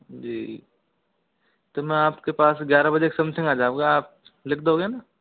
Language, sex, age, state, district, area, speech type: Hindi, male, 45-60, Rajasthan, Karauli, rural, conversation